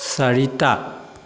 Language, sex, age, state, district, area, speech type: Assamese, male, 45-60, Assam, Dhemaji, rural, read